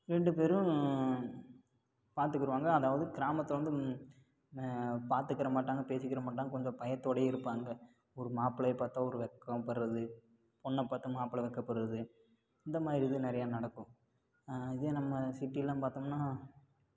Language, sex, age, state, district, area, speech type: Tamil, male, 18-30, Tamil Nadu, Tiruppur, rural, spontaneous